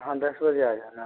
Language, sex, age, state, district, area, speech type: Hindi, male, 45-60, Rajasthan, Karauli, rural, conversation